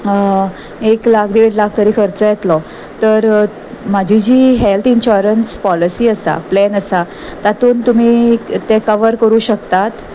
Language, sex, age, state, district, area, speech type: Goan Konkani, female, 30-45, Goa, Salcete, urban, spontaneous